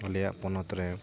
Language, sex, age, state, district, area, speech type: Santali, male, 30-45, West Bengal, Purba Bardhaman, rural, spontaneous